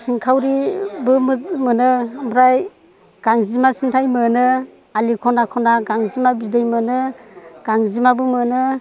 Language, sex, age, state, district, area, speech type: Bodo, female, 60+, Assam, Chirang, rural, spontaneous